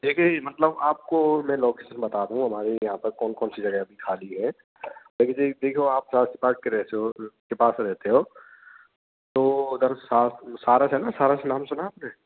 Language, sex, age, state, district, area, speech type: Hindi, male, 18-30, Rajasthan, Bharatpur, urban, conversation